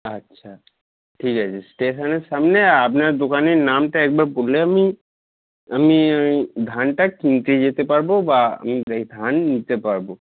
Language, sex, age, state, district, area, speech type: Bengali, male, 30-45, West Bengal, Darjeeling, urban, conversation